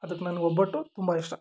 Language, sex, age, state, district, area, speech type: Kannada, male, 18-30, Karnataka, Kolar, rural, spontaneous